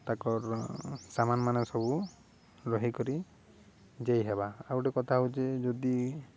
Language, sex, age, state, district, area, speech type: Odia, male, 30-45, Odisha, Balangir, urban, spontaneous